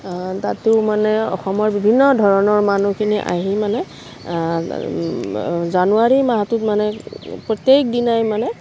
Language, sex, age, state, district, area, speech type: Assamese, female, 45-60, Assam, Udalguri, rural, spontaneous